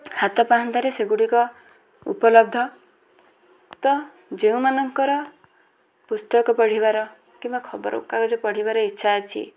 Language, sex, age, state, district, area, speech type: Odia, female, 18-30, Odisha, Bhadrak, rural, spontaneous